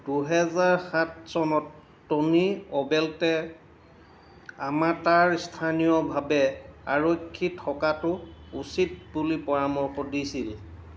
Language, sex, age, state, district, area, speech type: Assamese, male, 45-60, Assam, Golaghat, urban, read